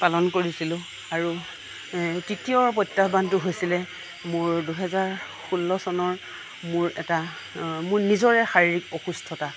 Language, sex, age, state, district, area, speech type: Assamese, female, 45-60, Assam, Nagaon, rural, spontaneous